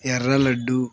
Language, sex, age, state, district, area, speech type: Telugu, male, 18-30, Andhra Pradesh, Bapatla, rural, spontaneous